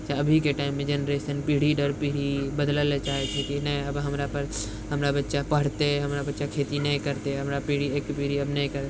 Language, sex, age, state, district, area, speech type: Maithili, male, 30-45, Bihar, Purnia, rural, spontaneous